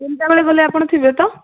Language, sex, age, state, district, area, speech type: Odia, female, 45-60, Odisha, Kandhamal, rural, conversation